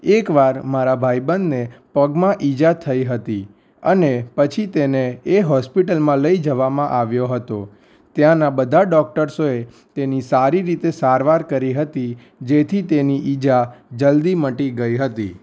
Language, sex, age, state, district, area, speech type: Gujarati, male, 18-30, Gujarat, Anand, urban, spontaneous